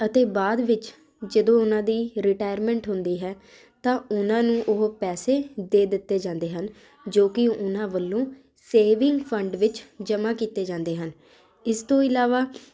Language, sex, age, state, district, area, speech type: Punjabi, female, 18-30, Punjab, Ludhiana, urban, spontaneous